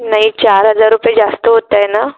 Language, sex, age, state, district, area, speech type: Marathi, female, 30-45, Maharashtra, Wardha, rural, conversation